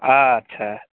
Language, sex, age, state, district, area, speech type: Maithili, male, 18-30, Bihar, Araria, urban, conversation